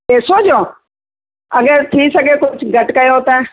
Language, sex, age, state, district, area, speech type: Sindhi, female, 45-60, Delhi, South Delhi, urban, conversation